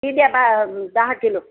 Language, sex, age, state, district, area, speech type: Marathi, female, 60+, Maharashtra, Nanded, urban, conversation